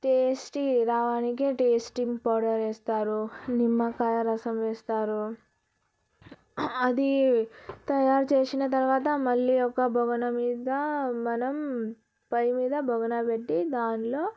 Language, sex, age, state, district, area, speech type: Telugu, female, 18-30, Telangana, Vikarabad, urban, spontaneous